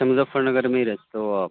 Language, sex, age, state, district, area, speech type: Urdu, male, 18-30, Uttar Pradesh, Muzaffarnagar, urban, conversation